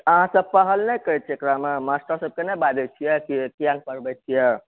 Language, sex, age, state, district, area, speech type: Maithili, female, 30-45, Bihar, Purnia, urban, conversation